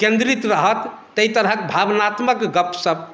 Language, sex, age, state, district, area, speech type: Maithili, male, 45-60, Bihar, Madhubani, rural, spontaneous